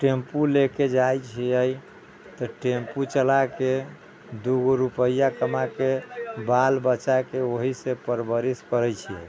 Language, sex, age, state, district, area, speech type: Maithili, male, 60+, Bihar, Sitamarhi, rural, spontaneous